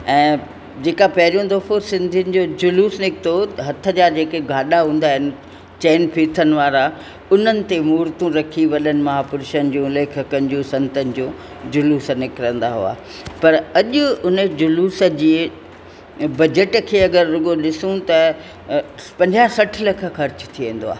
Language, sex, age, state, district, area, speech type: Sindhi, female, 60+, Rajasthan, Ajmer, urban, spontaneous